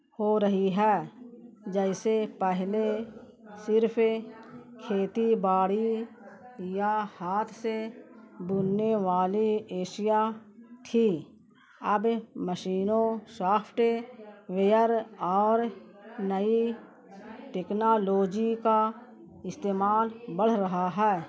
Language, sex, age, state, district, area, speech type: Urdu, female, 45-60, Bihar, Gaya, urban, spontaneous